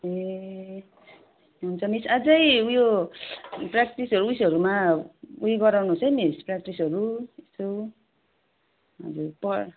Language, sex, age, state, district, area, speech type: Nepali, female, 30-45, West Bengal, Darjeeling, rural, conversation